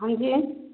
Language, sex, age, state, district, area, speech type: Hindi, female, 30-45, Madhya Pradesh, Gwalior, rural, conversation